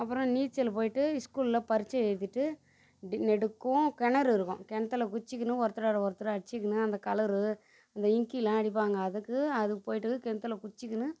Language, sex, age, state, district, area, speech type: Tamil, female, 45-60, Tamil Nadu, Tiruvannamalai, rural, spontaneous